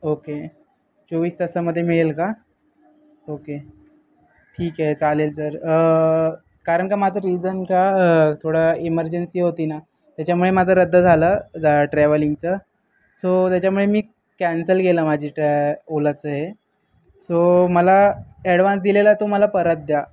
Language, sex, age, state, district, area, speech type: Marathi, male, 18-30, Maharashtra, Ratnagiri, urban, spontaneous